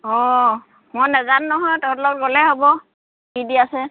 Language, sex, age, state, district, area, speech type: Assamese, female, 45-60, Assam, Lakhimpur, rural, conversation